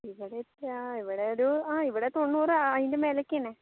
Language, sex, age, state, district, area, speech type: Malayalam, other, 18-30, Kerala, Kozhikode, urban, conversation